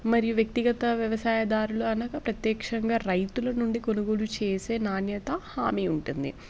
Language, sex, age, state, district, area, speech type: Telugu, female, 18-30, Telangana, Hyderabad, urban, spontaneous